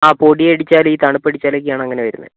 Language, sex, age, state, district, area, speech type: Malayalam, male, 18-30, Kerala, Kozhikode, urban, conversation